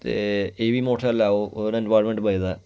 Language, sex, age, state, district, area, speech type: Dogri, male, 18-30, Jammu and Kashmir, Kathua, rural, spontaneous